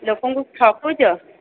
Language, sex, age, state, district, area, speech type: Odia, female, 45-60, Odisha, Sundergarh, rural, conversation